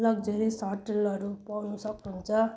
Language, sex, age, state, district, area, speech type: Nepali, female, 45-60, West Bengal, Jalpaiguri, urban, spontaneous